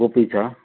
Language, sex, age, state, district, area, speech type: Nepali, male, 45-60, West Bengal, Jalpaiguri, rural, conversation